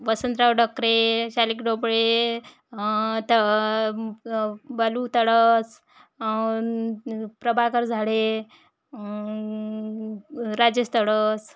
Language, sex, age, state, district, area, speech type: Marathi, female, 30-45, Maharashtra, Wardha, rural, spontaneous